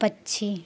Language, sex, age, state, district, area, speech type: Hindi, female, 18-30, Uttar Pradesh, Prayagraj, rural, read